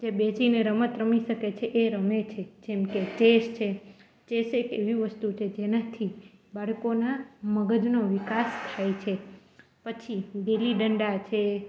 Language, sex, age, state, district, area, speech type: Gujarati, female, 18-30, Gujarat, Junagadh, rural, spontaneous